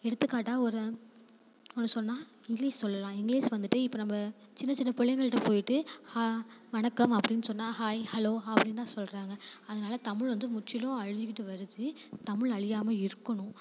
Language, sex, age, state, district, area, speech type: Tamil, female, 18-30, Tamil Nadu, Thanjavur, rural, spontaneous